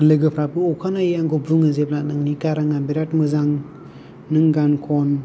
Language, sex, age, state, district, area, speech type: Bodo, male, 30-45, Assam, Kokrajhar, rural, spontaneous